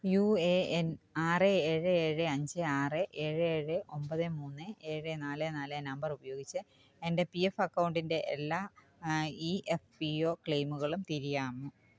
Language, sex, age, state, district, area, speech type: Malayalam, female, 45-60, Kerala, Kottayam, rural, read